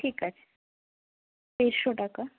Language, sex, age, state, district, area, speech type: Bengali, female, 18-30, West Bengal, North 24 Parganas, rural, conversation